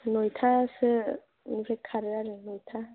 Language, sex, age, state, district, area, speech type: Bodo, female, 30-45, Assam, Chirang, rural, conversation